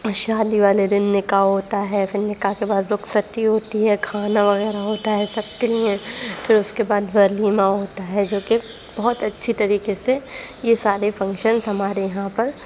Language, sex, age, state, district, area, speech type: Urdu, female, 18-30, Uttar Pradesh, Aligarh, urban, spontaneous